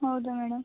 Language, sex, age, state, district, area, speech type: Kannada, female, 60+, Karnataka, Tumkur, rural, conversation